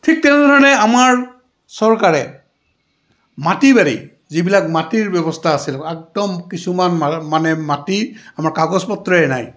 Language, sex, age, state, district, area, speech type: Assamese, male, 60+, Assam, Goalpara, urban, spontaneous